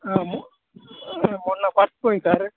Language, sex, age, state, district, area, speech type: Telugu, male, 18-30, Telangana, Khammam, urban, conversation